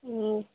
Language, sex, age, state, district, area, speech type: Tamil, female, 18-30, Tamil Nadu, Thanjavur, rural, conversation